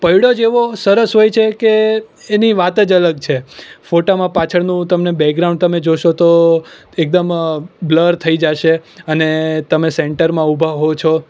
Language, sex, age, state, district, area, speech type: Gujarati, male, 18-30, Gujarat, Surat, urban, spontaneous